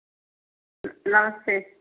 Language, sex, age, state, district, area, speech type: Hindi, female, 45-60, Uttar Pradesh, Ayodhya, rural, conversation